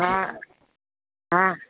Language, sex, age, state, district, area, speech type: Gujarati, male, 60+, Gujarat, Rajkot, urban, conversation